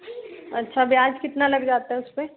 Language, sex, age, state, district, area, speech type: Hindi, female, 30-45, Madhya Pradesh, Chhindwara, urban, conversation